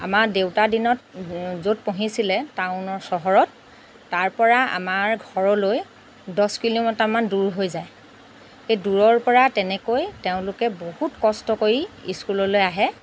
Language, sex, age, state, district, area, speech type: Assamese, female, 45-60, Assam, Lakhimpur, rural, spontaneous